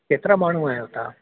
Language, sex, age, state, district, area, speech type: Sindhi, male, 45-60, Delhi, South Delhi, urban, conversation